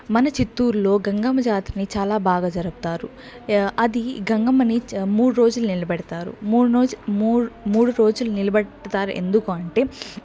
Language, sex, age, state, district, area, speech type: Telugu, female, 18-30, Andhra Pradesh, Chittoor, rural, spontaneous